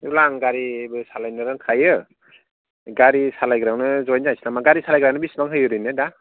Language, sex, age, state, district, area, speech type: Bodo, male, 30-45, Assam, Kokrajhar, rural, conversation